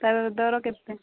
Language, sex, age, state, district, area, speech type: Odia, female, 30-45, Odisha, Koraput, urban, conversation